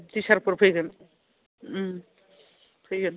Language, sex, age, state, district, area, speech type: Bodo, female, 60+, Assam, Baksa, urban, conversation